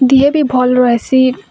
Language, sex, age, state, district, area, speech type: Odia, female, 18-30, Odisha, Bargarh, rural, spontaneous